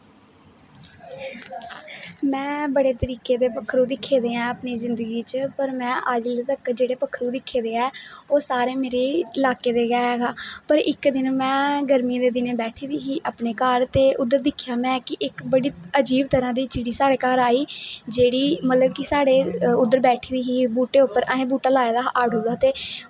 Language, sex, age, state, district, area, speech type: Dogri, female, 18-30, Jammu and Kashmir, Kathua, rural, spontaneous